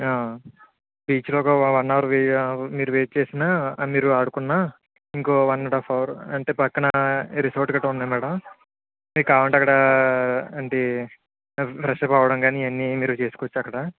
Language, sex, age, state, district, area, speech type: Telugu, male, 45-60, Andhra Pradesh, Kakinada, rural, conversation